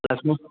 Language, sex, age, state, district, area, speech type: Kannada, male, 30-45, Karnataka, Gadag, rural, conversation